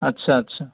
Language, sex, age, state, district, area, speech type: Bengali, male, 18-30, West Bengal, North 24 Parganas, urban, conversation